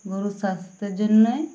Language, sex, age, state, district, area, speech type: Bengali, female, 18-30, West Bengal, Uttar Dinajpur, urban, spontaneous